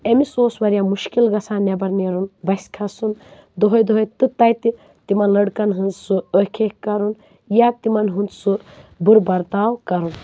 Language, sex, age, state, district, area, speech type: Kashmiri, female, 30-45, Jammu and Kashmir, Baramulla, rural, spontaneous